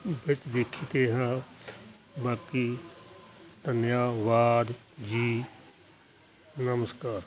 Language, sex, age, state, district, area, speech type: Punjabi, male, 60+, Punjab, Hoshiarpur, rural, spontaneous